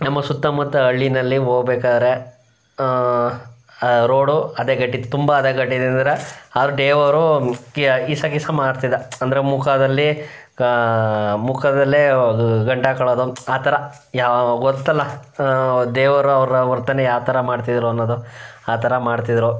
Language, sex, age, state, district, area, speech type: Kannada, male, 18-30, Karnataka, Chamarajanagar, rural, spontaneous